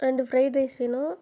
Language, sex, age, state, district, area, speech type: Tamil, female, 18-30, Tamil Nadu, Sivaganga, rural, spontaneous